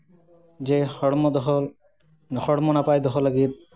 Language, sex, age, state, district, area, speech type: Santali, male, 30-45, West Bengal, Purulia, rural, spontaneous